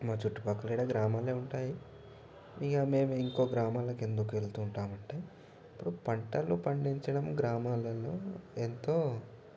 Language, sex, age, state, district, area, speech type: Telugu, male, 18-30, Telangana, Ranga Reddy, urban, spontaneous